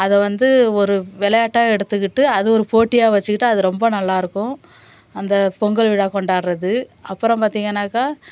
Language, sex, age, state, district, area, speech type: Tamil, female, 30-45, Tamil Nadu, Nagapattinam, urban, spontaneous